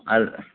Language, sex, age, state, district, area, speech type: Sindhi, male, 45-60, Maharashtra, Mumbai Suburban, urban, conversation